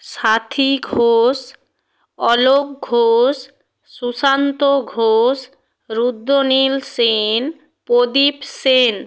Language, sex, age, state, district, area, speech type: Bengali, female, 30-45, West Bengal, North 24 Parganas, rural, spontaneous